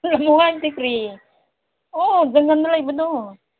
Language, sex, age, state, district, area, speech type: Manipuri, female, 45-60, Manipur, Ukhrul, rural, conversation